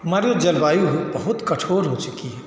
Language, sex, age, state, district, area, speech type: Hindi, male, 45-60, Bihar, Begusarai, rural, spontaneous